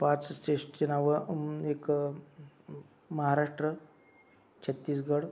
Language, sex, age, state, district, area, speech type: Marathi, male, 60+, Maharashtra, Akola, rural, spontaneous